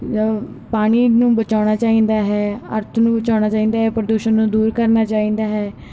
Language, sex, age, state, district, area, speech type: Punjabi, female, 18-30, Punjab, Barnala, rural, spontaneous